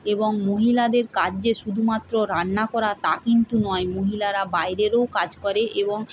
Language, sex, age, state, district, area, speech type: Bengali, female, 30-45, West Bengal, Purba Medinipur, rural, spontaneous